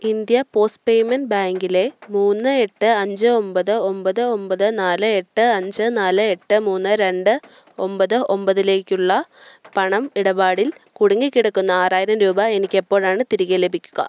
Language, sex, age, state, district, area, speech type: Malayalam, female, 18-30, Kerala, Idukki, rural, read